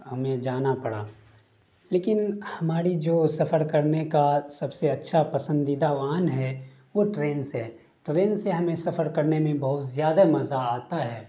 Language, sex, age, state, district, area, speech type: Urdu, male, 18-30, Bihar, Darbhanga, rural, spontaneous